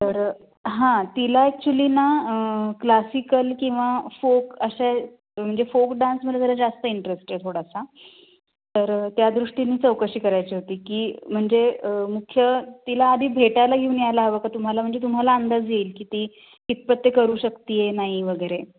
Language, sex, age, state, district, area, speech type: Marathi, female, 45-60, Maharashtra, Kolhapur, urban, conversation